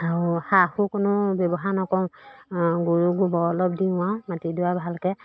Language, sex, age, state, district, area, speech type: Assamese, female, 45-60, Assam, Majuli, urban, spontaneous